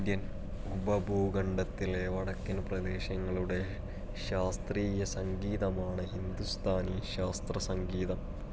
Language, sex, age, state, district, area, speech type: Malayalam, male, 18-30, Kerala, Palakkad, rural, read